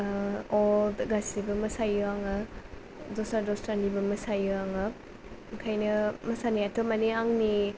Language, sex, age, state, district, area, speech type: Bodo, female, 18-30, Assam, Kokrajhar, rural, spontaneous